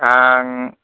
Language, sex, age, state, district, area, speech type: Bodo, male, 60+, Assam, Chirang, rural, conversation